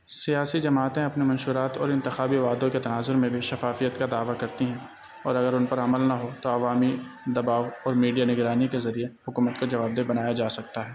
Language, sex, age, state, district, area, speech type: Urdu, male, 30-45, Delhi, North East Delhi, urban, spontaneous